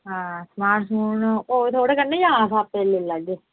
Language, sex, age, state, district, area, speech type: Dogri, female, 30-45, Jammu and Kashmir, Reasi, rural, conversation